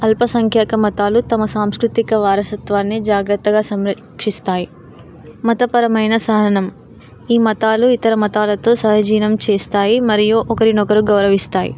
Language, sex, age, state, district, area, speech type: Telugu, female, 18-30, Telangana, Jayashankar, urban, spontaneous